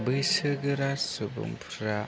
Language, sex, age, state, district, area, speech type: Bodo, male, 18-30, Assam, Chirang, rural, spontaneous